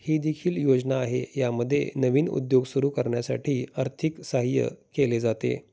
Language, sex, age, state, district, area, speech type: Marathi, male, 30-45, Maharashtra, Osmanabad, rural, spontaneous